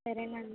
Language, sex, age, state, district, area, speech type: Telugu, female, 18-30, Andhra Pradesh, Vizianagaram, rural, conversation